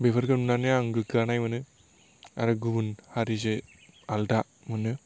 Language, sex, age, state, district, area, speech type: Bodo, male, 18-30, Assam, Baksa, rural, spontaneous